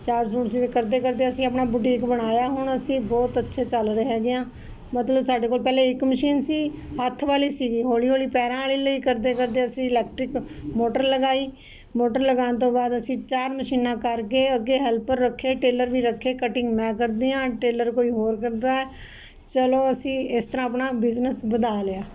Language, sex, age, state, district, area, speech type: Punjabi, female, 60+, Punjab, Ludhiana, urban, spontaneous